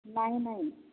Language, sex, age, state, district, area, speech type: Odia, female, 45-60, Odisha, Angul, rural, conversation